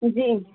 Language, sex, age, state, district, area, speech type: Hindi, female, 18-30, Uttar Pradesh, Azamgarh, urban, conversation